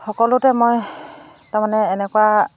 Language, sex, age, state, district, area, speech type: Assamese, female, 45-60, Assam, Jorhat, urban, spontaneous